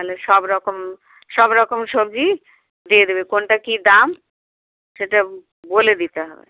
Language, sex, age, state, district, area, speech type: Bengali, female, 60+, West Bengal, Dakshin Dinajpur, rural, conversation